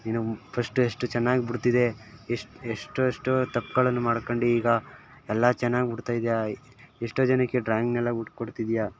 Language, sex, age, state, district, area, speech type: Kannada, male, 18-30, Karnataka, Mysore, urban, spontaneous